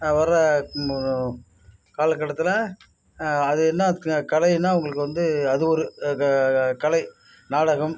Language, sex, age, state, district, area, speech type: Tamil, male, 60+, Tamil Nadu, Nagapattinam, rural, spontaneous